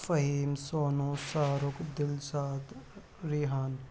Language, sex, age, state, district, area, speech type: Urdu, male, 18-30, Uttar Pradesh, Gautam Buddha Nagar, urban, spontaneous